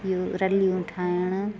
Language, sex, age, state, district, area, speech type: Sindhi, female, 30-45, Delhi, South Delhi, urban, spontaneous